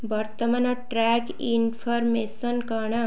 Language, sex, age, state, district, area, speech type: Odia, female, 18-30, Odisha, Kendujhar, urban, read